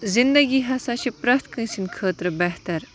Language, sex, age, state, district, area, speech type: Kashmiri, other, 18-30, Jammu and Kashmir, Baramulla, rural, spontaneous